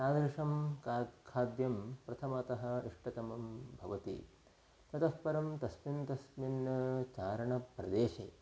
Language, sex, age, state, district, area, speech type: Sanskrit, male, 30-45, Karnataka, Udupi, rural, spontaneous